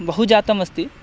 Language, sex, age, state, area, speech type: Sanskrit, male, 18-30, Bihar, rural, spontaneous